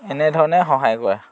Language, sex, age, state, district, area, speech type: Assamese, male, 60+, Assam, Dhemaji, rural, spontaneous